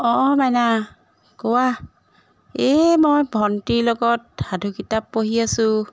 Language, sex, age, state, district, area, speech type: Assamese, female, 30-45, Assam, Jorhat, urban, spontaneous